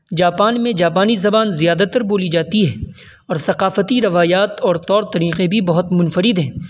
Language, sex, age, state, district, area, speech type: Urdu, male, 18-30, Uttar Pradesh, Saharanpur, urban, spontaneous